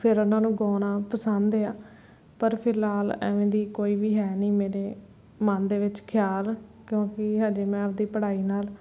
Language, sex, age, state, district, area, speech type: Punjabi, female, 18-30, Punjab, Fazilka, rural, spontaneous